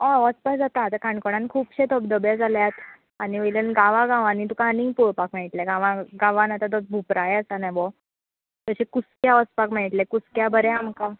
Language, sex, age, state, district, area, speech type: Goan Konkani, female, 18-30, Goa, Canacona, rural, conversation